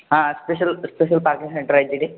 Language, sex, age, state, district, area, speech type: Marathi, male, 18-30, Maharashtra, Buldhana, rural, conversation